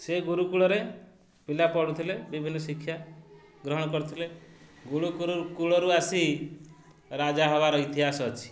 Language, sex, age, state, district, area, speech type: Odia, male, 30-45, Odisha, Jagatsinghpur, urban, spontaneous